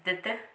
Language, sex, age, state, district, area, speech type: Punjabi, female, 45-60, Punjab, Hoshiarpur, rural, read